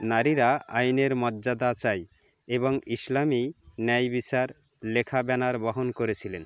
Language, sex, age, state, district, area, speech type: Bengali, male, 45-60, West Bengal, Jalpaiguri, rural, read